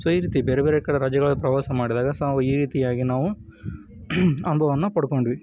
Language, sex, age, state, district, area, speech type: Kannada, male, 18-30, Karnataka, Koppal, rural, spontaneous